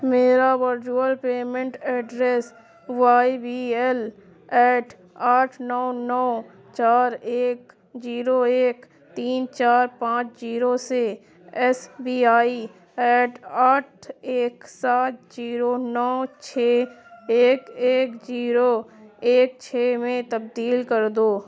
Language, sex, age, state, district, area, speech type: Urdu, female, 60+, Uttar Pradesh, Lucknow, rural, read